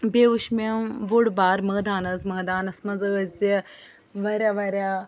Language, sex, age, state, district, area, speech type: Kashmiri, female, 18-30, Jammu and Kashmir, Bandipora, urban, spontaneous